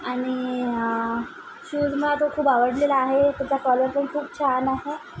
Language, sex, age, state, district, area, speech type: Marathi, female, 30-45, Maharashtra, Nagpur, urban, spontaneous